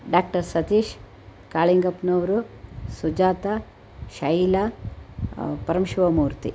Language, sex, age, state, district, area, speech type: Kannada, female, 60+, Karnataka, Chitradurga, rural, spontaneous